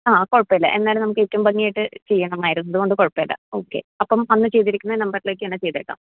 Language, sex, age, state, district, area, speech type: Malayalam, female, 30-45, Kerala, Idukki, rural, conversation